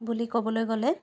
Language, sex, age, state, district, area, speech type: Assamese, female, 18-30, Assam, Sivasagar, rural, spontaneous